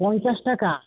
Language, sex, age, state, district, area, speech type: Bengali, male, 30-45, West Bengal, Uttar Dinajpur, urban, conversation